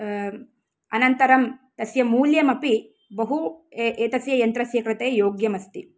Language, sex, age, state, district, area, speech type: Sanskrit, female, 30-45, Karnataka, Uttara Kannada, urban, spontaneous